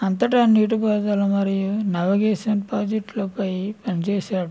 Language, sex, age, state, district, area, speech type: Telugu, male, 60+, Andhra Pradesh, West Godavari, rural, spontaneous